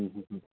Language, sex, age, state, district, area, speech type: Gujarati, male, 45-60, Gujarat, Anand, urban, conversation